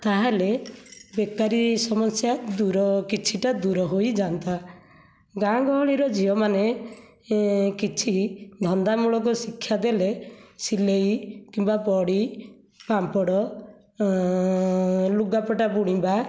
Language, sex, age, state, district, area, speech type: Odia, female, 45-60, Odisha, Nayagarh, rural, spontaneous